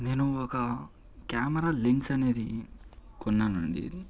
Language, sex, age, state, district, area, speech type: Telugu, male, 18-30, Andhra Pradesh, Chittoor, urban, spontaneous